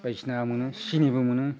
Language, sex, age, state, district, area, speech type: Bodo, male, 60+, Assam, Udalguri, rural, spontaneous